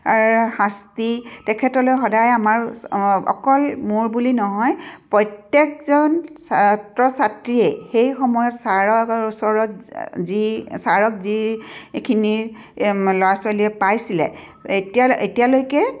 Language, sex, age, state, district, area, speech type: Assamese, female, 45-60, Assam, Tinsukia, rural, spontaneous